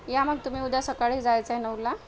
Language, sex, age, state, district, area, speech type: Marathi, female, 45-60, Maharashtra, Akola, rural, spontaneous